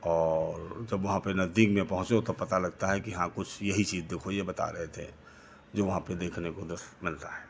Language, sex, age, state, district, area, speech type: Hindi, male, 60+, Uttar Pradesh, Lucknow, rural, spontaneous